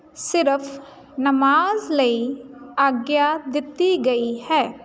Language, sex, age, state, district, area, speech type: Punjabi, female, 30-45, Punjab, Jalandhar, rural, read